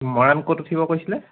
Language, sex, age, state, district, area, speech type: Assamese, male, 18-30, Assam, Charaideo, urban, conversation